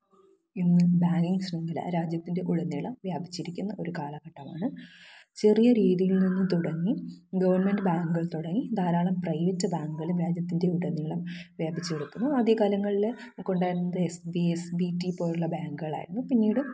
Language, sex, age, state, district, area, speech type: Malayalam, female, 18-30, Kerala, Thiruvananthapuram, rural, spontaneous